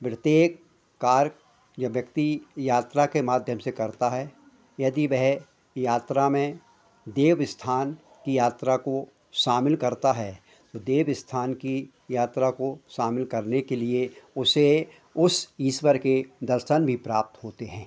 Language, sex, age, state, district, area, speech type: Hindi, male, 60+, Madhya Pradesh, Hoshangabad, urban, spontaneous